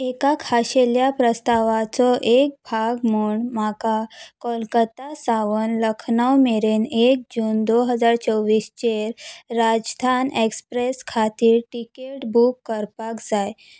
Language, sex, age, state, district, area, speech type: Goan Konkani, female, 18-30, Goa, Salcete, rural, read